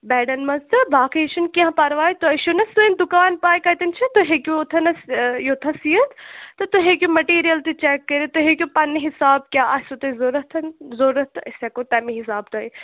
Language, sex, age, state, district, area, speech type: Kashmiri, female, 18-30, Jammu and Kashmir, Shopian, rural, conversation